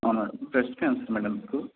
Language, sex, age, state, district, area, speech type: Telugu, male, 30-45, Andhra Pradesh, Konaseema, urban, conversation